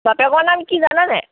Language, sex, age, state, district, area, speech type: Assamese, female, 45-60, Assam, Sivasagar, rural, conversation